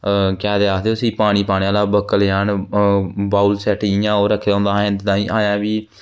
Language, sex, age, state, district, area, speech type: Dogri, male, 18-30, Jammu and Kashmir, Jammu, rural, spontaneous